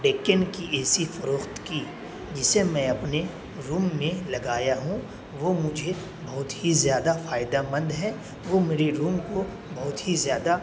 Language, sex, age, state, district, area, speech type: Urdu, male, 18-30, Bihar, Darbhanga, urban, spontaneous